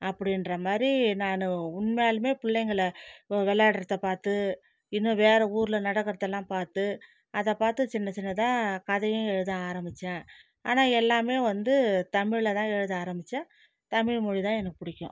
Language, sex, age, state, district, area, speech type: Tamil, female, 45-60, Tamil Nadu, Viluppuram, rural, spontaneous